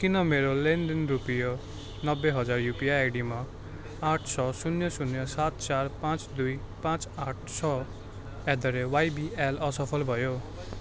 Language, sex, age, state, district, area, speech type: Nepali, male, 18-30, West Bengal, Darjeeling, rural, read